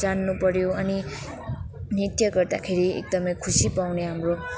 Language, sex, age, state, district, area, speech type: Nepali, female, 18-30, West Bengal, Kalimpong, rural, spontaneous